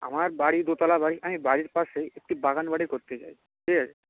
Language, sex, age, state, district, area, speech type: Bengali, male, 30-45, West Bengal, Jalpaiguri, rural, conversation